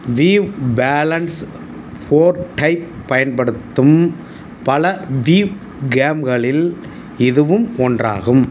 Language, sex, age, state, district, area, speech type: Tamil, male, 60+, Tamil Nadu, Tiruchirappalli, rural, read